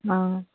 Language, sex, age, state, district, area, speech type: Nepali, female, 60+, West Bengal, Jalpaiguri, rural, conversation